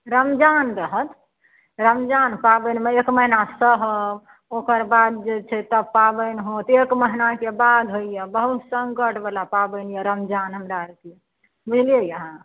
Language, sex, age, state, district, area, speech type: Maithili, female, 45-60, Bihar, Madhepura, rural, conversation